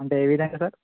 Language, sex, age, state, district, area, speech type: Telugu, male, 18-30, Telangana, Bhadradri Kothagudem, urban, conversation